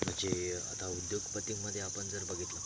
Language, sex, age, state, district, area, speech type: Marathi, male, 18-30, Maharashtra, Thane, rural, spontaneous